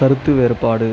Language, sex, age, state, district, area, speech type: Tamil, male, 18-30, Tamil Nadu, Tiruvannamalai, urban, read